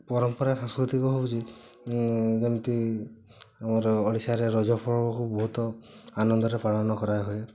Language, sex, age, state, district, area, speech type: Odia, male, 18-30, Odisha, Mayurbhanj, rural, spontaneous